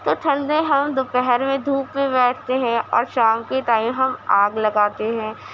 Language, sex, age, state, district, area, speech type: Urdu, female, 18-30, Uttar Pradesh, Gautam Buddha Nagar, rural, spontaneous